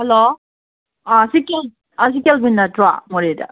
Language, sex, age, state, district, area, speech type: Manipuri, female, 30-45, Manipur, Kakching, rural, conversation